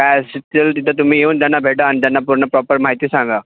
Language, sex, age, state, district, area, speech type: Marathi, male, 30-45, Maharashtra, Thane, urban, conversation